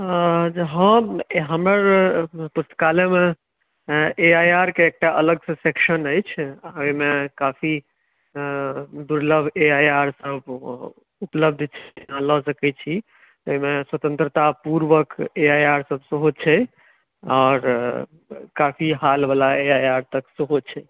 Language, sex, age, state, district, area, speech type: Maithili, male, 30-45, Bihar, Madhubani, rural, conversation